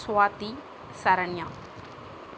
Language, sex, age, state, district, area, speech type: Tamil, female, 45-60, Tamil Nadu, Sivaganga, urban, spontaneous